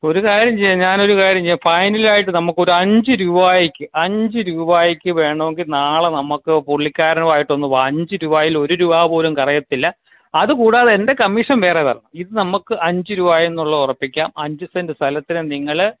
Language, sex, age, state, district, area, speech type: Malayalam, male, 45-60, Kerala, Kottayam, urban, conversation